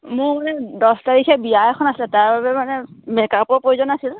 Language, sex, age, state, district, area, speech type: Assamese, female, 45-60, Assam, Jorhat, urban, conversation